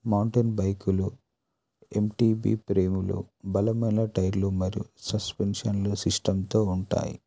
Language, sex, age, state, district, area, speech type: Telugu, male, 30-45, Telangana, Adilabad, rural, spontaneous